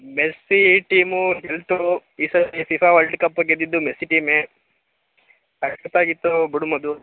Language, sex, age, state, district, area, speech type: Kannada, male, 18-30, Karnataka, Mandya, rural, conversation